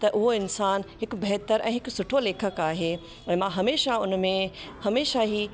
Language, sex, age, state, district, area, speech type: Sindhi, female, 30-45, Rajasthan, Ajmer, urban, spontaneous